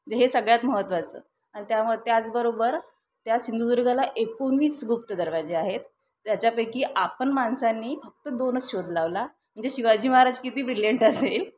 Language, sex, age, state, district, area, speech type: Marathi, female, 30-45, Maharashtra, Thane, urban, spontaneous